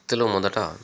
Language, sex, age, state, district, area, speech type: Telugu, male, 30-45, Telangana, Jangaon, rural, spontaneous